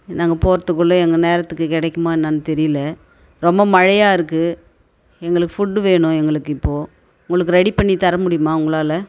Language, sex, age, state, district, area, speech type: Tamil, female, 45-60, Tamil Nadu, Tiruvannamalai, rural, spontaneous